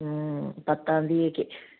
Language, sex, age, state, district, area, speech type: Malayalam, female, 60+, Kerala, Kozhikode, rural, conversation